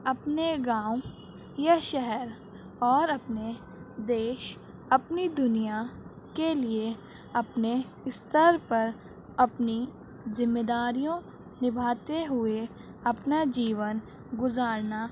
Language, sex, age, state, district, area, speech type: Urdu, female, 18-30, Uttar Pradesh, Gautam Buddha Nagar, rural, spontaneous